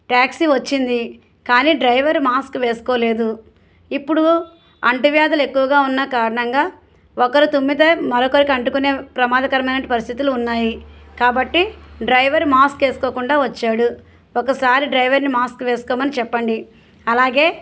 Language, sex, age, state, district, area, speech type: Telugu, female, 60+, Andhra Pradesh, West Godavari, rural, spontaneous